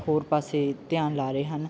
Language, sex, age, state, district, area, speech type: Punjabi, male, 18-30, Punjab, Bathinda, rural, spontaneous